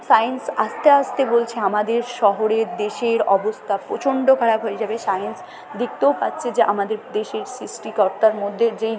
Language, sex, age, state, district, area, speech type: Bengali, female, 18-30, West Bengal, Purba Bardhaman, urban, spontaneous